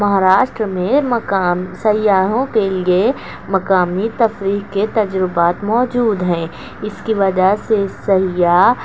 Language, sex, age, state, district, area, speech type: Urdu, female, 18-30, Maharashtra, Nashik, rural, spontaneous